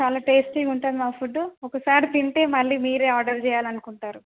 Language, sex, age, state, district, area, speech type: Telugu, female, 18-30, Telangana, Ranga Reddy, rural, conversation